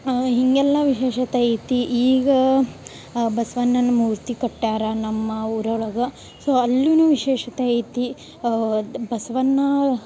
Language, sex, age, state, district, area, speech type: Kannada, female, 18-30, Karnataka, Gadag, urban, spontaneous